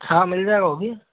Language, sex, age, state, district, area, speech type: Hindi, male, 30-45, Uttar Pradesh, Hardoi, rural, conversation